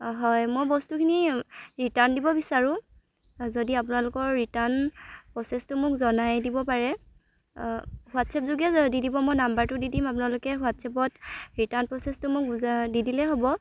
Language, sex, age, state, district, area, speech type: Assamese, female, 18-30, Assam, Dhemaji, rural, spontaneous